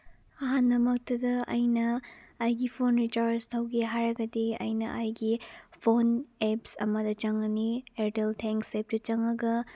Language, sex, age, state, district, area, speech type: Manipuri, female, 18-30, Manipur, Chandel, rural, spontaneous